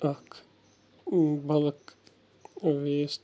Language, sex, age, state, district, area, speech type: Kashmiri, male, 18-30, Jammu and Kashmir, Bandipora, rural, read